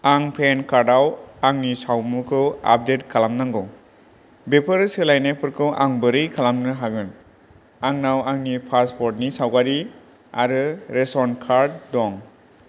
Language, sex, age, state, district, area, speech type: Bodo, male, 18-30, Assam, Kokrajhar, rural, read